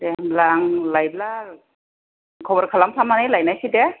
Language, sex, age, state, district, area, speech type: Bodo, female, 60+, Assam, Chirang, rural, conversation